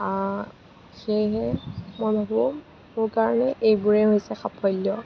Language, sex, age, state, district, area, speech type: Assamese, female, 18-30, Assam, Kamrup Metropolitan, urban, spontaneous